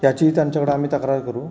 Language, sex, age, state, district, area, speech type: Marathi, male, 30-45, Maharashtra, Satara, urban, spontaneous